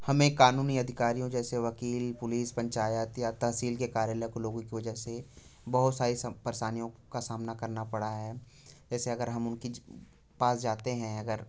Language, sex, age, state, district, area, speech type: Hindi, male, 18-30, Uttar Pradesh, Prayagraj, urban, spontaneous